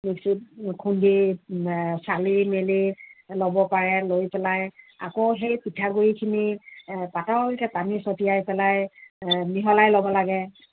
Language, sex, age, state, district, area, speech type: Assamese, female, 60+, Assam, Dibrugarh, rural, conversation